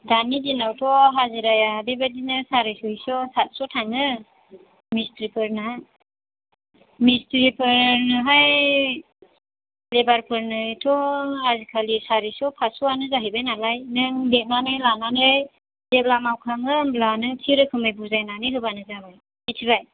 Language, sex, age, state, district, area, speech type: Bodo, female, 30-45, Assam, Chirang, urban, conversation